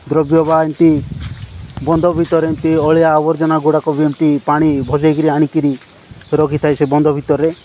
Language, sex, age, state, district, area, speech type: Odia, male, 45-60, Odisha, Nabarangpur, rural, spontaneous